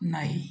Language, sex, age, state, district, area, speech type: Marathi, male, 30-45, Maharashtra, Buldhana, rural, read